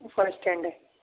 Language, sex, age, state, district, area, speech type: Urdu, male, 18-30, Delhi, East Delhi, urban, conversation